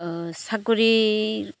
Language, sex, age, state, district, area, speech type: Assamese, female, 30-45, Assam, Goalpara, urban, spontaneous